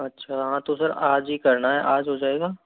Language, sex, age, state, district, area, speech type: Hindi, male, 30-45, Rajasthan, Jodhpur, rural, conversation